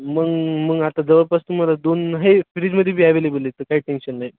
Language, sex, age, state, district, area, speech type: Marathi, male, 30-45, Maharashtra, Nanded, rural, conversation